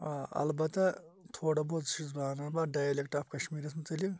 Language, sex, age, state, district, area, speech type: Kashmiri, male, 30-45, Jammu and Kashmir, Pulwama, urban, spontaneous